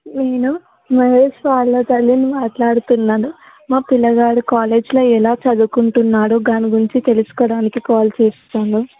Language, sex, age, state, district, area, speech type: Telugu, female, 18-30, Telangana, Medak, urban, conversation